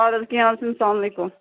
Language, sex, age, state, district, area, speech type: Kashmiri, female, 18-30, Jammu and Kashmir, Budgam, rural, conversation